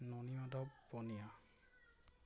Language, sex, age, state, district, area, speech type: Assamese, male, 18-30, Assam, Majuli, urban, spontaneous